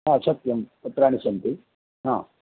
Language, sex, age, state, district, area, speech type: Sanskrit, male, 45-60, Karnataka, Udupi, rural, conversation